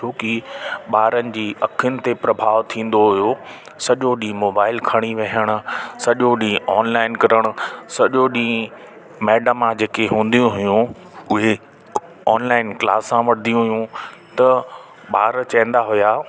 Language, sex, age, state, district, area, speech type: Sindhi, male, 30-45, Delhi, South Delhi, urban, spontaneous